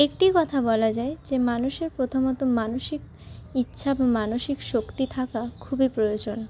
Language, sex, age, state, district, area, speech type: Bengali, female, 45-60, West Bengal, Paschim Bardhaman, urban, spontaneous